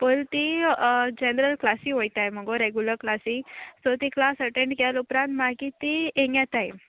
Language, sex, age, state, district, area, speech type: Goan Konkani, female, 18-30, Goa, Murmgao, rural, conversation